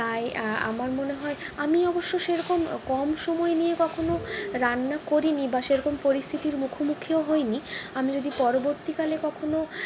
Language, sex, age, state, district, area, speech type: Bengali, female, 45-60, West Bengal, Purulia, urban, spontaneous